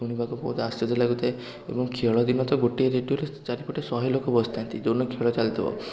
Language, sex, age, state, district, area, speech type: Odia, male, 18-30, Odisha, Puri, urban, spontaneous